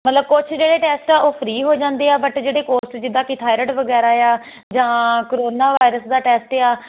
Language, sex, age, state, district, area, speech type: Punjabi, female, 18-30, Punjab, Hoshiarpur, rural, conversation